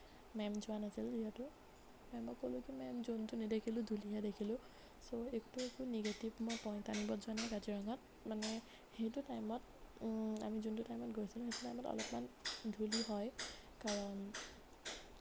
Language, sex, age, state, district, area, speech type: Assamese, female, 18-30, Assam, Nagaon, rural, spontaneous